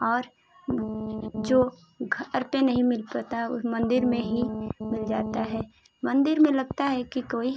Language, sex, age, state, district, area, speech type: Hindi, female, 18-30, Uttar Pradesh, Ghazipur, urban, spontaneous